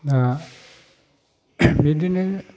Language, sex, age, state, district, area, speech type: Bodo, male, 45-60, Assam, Kokrajhar, urban, spontaneous